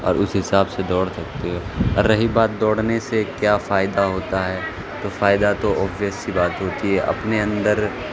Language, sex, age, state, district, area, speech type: Urdu, male, 30-45, Bihar, Supaul, rural, spontaneous